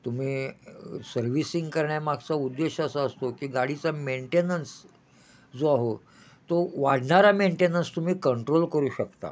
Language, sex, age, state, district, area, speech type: Marathi, male, 60+, Maharashtra, Kolhapur, urban, spontaneous